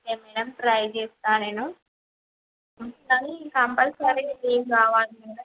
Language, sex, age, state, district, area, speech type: Telugu, female, 18-30, Andhra Pradesh, Visakhapatnam, urban, conversation